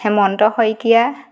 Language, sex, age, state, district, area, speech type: Assamese, female, 30-45, Assam, Golaghat, urban, spontaneous